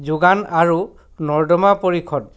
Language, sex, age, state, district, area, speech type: Assamese, male, 45-60, Assam, Dhemaji, rural, read